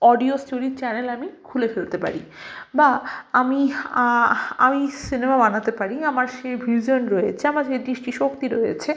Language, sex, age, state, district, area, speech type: Bengali, female, 18-30, West Bengal, Malda, rural, spontaneous